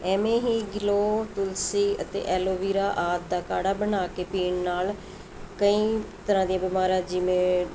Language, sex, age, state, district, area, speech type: Punjabi, female, 45-60, Punjab, Mohali, urban, spontaneous